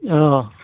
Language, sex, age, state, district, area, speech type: Bodo, male, 60+, Assam, Udalguri, rural, conversation